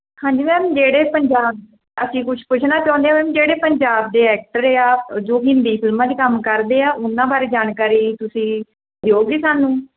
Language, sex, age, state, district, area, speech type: Punjabi, female, 30-45, Punjab, Tarn Taran, rural, conversation